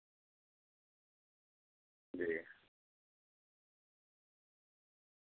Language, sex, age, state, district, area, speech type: Urdu, male, 45-60, Bihar, Araria, rural, conversation